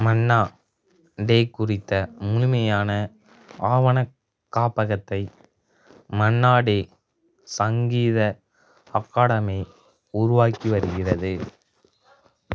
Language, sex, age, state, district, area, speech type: Tamil, male, 30-45, Tamil Nadu, Tiruchirappalli, rural, read